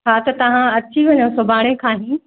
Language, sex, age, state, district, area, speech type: Sindhi, female, 45-60, Madhya Pradesh, Katni, urban, conversation